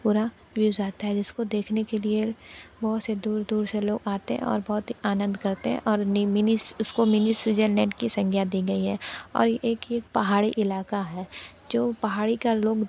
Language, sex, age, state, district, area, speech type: Hindi, female, 60+, Uttar Pradesh, Sonbhadra, rural, spontaneous